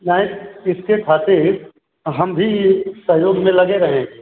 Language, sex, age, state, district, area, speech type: Hindi, male, 45-60, Uttar Pradesh, Azamgarh, rural, conversation